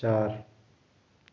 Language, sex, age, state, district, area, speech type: Hindi, male, 18-30, Madhya Pradesh, Bhopal, urban, read